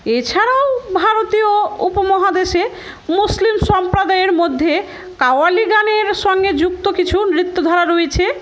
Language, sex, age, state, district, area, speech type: Bengali, female, 30-45, West Bengal, Murshidabad, rural, spontaneous